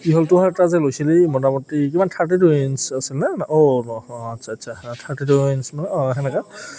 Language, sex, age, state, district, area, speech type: Assamese, female, 30-45, Assam, Goalpara, rural, spontaneous